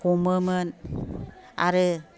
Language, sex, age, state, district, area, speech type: Bodo, female, 45-60, Assam, Kokrajhar, urban, spontaneous